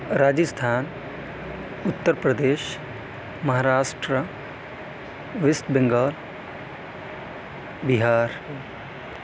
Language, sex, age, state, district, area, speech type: Urdu, male, 18-30, Delhi, South Delhi, urban, spontaneous